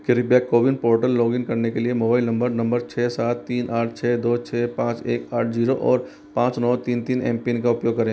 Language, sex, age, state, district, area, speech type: Hindi, female, 45-60, Rajasthan, Jaipur, urban, read